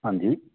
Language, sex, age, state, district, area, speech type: Punjabi, male, 45-60, Punjab, Moga, rural, conversation